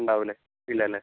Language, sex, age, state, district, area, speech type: Malayalam, male, 18-30, Kerala, Wayanad, rural, conversation